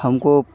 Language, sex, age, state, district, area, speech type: Hindi, male, 45-60, Uttar Pradesh, Hardoi, rural, spontaneous